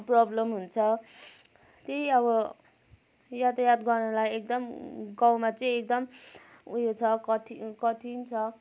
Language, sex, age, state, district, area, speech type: Nepali, female, 18-30, West Bengal, Kalimpong, rural, spontaneous